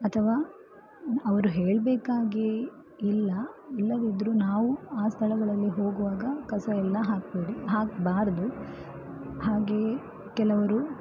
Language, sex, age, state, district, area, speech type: Kannada, female, 18-30, Karnataka, Shimoga, rural, spontaneous